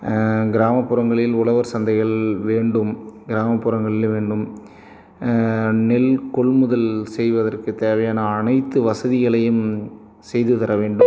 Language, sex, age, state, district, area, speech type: Tamil, male, 30-45, Tamil Nadu, Salem, rural, spontaneous